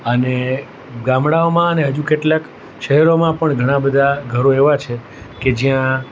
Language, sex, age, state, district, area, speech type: Gujarati, male, 45-60, Gujarat, Rajkot, urban, spontaneous